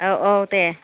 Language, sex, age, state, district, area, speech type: Bodo, female, 45-60, Assam, Kokrajhar, urban, conversation